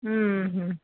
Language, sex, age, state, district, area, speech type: Kannada, female, 45-60, Karnataka, Gulbarga, urban, conversation